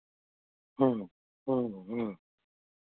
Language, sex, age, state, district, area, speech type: Hindi, male, 45-60, Bihar, Madhepura, rural, conversation